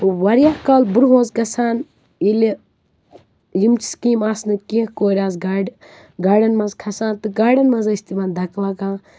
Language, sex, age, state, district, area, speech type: Kashmiri, female, 30-45, Jammu and Kashmir, Baramulla, rural, spontaneous